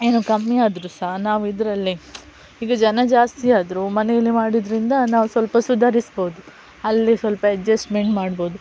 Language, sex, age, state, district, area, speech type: Kannada, female, 30-45, Karnataka, Udupi, rural, spontaneous